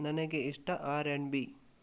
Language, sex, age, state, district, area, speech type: Kannada, male, 18-30, Karnataka, Shimoga, rural, read